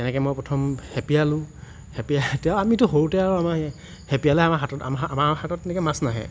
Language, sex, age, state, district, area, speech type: Assamese, male, 45-60, Assam, Lakhimpur, rural, spontaneous